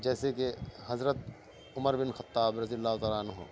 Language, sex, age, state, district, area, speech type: Urdu, male, 45-60, Delhi, East Delhi, urban, spontaneous